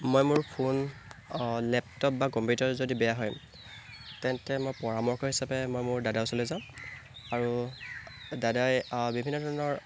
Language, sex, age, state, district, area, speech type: Assamese, male, 18-30, Assam, Tinsukia, urban, spontaneous